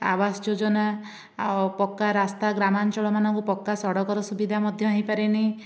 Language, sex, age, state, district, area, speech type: Odia, female, 18-30, Odisha, Dhenkanal, rural, spontaneous